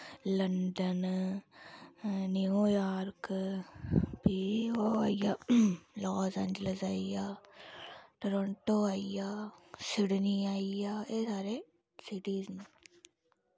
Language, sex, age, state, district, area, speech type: Dogri, female, 45-60, Jammu and Kashmir, Reasi, rural, spontaneous